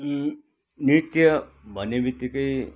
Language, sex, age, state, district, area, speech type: Nepali, male, 60+, West Bengal, Kalimpong, rural, spontaneous